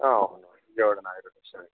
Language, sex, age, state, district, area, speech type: Telugu, male, 18-30, Andhra Pradesh, N T Rama Rao, urban, conversation